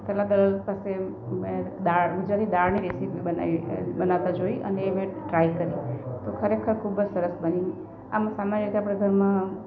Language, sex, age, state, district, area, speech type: Gujarati, female, 45-60, Gujarat, Valsad, rural, spontaneous